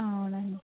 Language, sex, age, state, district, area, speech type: Telugu, female, 18-30, Telangana, Adilabad, urban, conversation